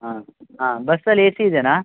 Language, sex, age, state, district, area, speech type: Kannada, male, 18-30, Karnataka, Shimoga, rural, conversation